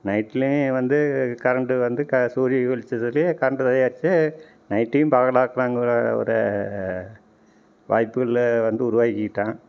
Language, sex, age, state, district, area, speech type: Tamil, male, 45-60, Tamil Nadu, Namakkal, rural, spontaneous